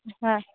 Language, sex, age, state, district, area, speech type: Bengali, female, 30-45, West Bengal, Hooghly, urban, conversation